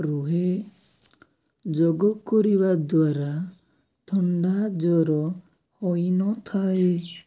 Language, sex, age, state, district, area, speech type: Odia, male, 18-30, Odisha, Nabarangpur, urban, spontaneous